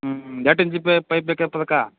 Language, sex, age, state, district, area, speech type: Kannada, male, 30-45, Karnataka, Belgaum, rural, conversation